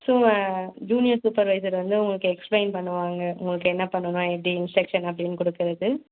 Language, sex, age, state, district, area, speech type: Tamil, female, 18-30, Tamil Nadu, Ranipet, urban, conversation